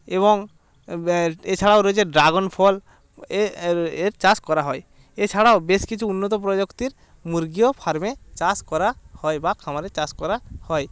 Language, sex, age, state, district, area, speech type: Bengali, male, 30-45, West Bengal, Jalpaiguri, rural, spontaneous